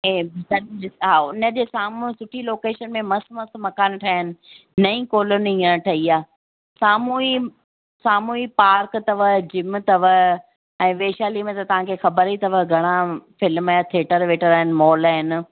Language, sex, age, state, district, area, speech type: Sindhi, female, 45-60, Rajasthan, Ajmer, urban, conversation